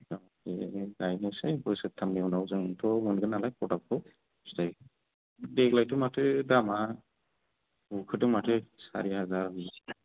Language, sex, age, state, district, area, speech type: Bodo, male, 30-45, Assam, Udalguri, rural, conversation